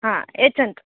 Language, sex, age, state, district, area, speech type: Sanskrit, female, 18-30, Karnataka, Chitradurga, rural, conversation